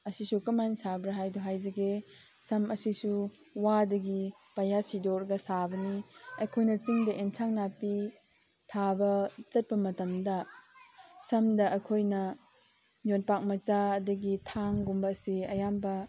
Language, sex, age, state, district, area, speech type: Manipuri, female, 18-30, Manipur, Chandel, rural, spontaneous